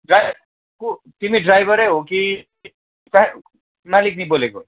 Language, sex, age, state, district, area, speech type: Nepali, male, 60+, West Bengal, Darjeeling, rural, conversation